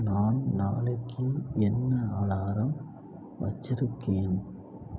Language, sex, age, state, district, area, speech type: Tamil, male, 30-45, Tamil Nadu, Perambalur, rural, read